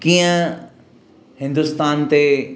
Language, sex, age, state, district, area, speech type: Sindhi, male, 45-60, Maharashtra, Mumbai Suburban, urban, spontaneous